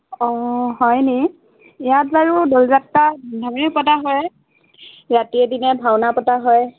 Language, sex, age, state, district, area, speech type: Assamese, female, 18-30, Assam, Dhemaji, urban, conversation